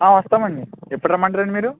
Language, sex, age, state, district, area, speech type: Telugu, male, 18-30, Andhra Pradesh, East Godavari, rural, conversation